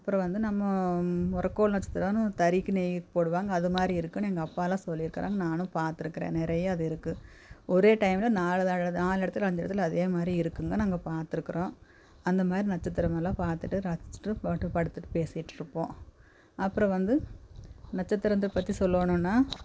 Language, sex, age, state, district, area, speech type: Tamil, female, 45-60, Tamil Nadu, Coimbatore, urban, spontaneous